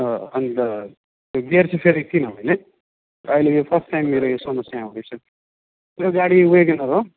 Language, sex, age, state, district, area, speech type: Nepali, male, 30-45, West Bengal, Darjeeling, rural, conversation